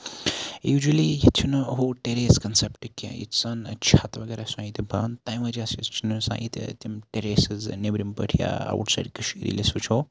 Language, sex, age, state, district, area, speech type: Kashmiri, male, 45-60, Jammu and Kashmir, Srinagar, urban, spontaneous